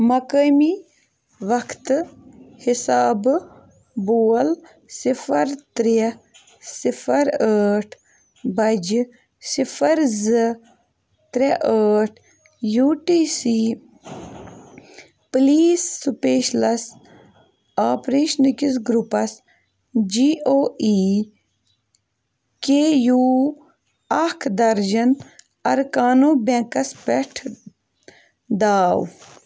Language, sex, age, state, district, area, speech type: Kashmiri, female, 18-30, Jammu and Kashmir, Ganderbal, rural, read